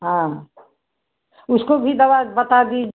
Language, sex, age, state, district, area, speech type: Hindi, female, 60+, Uttar Pradesh, Chandauli, urban, conversation